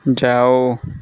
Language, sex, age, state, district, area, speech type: Hindi, male, 18-30, Uttar Pradesh, Pratapgarh, rural, read